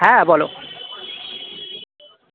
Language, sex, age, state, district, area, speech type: Bengali, male, 18-30, West Bengal, South 24 Parganas, urban, conversation